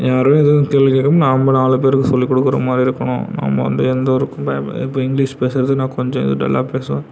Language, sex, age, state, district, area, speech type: Tamil, male, 30-45, Tamil Nadu, Cuddalore, rural, spontaneous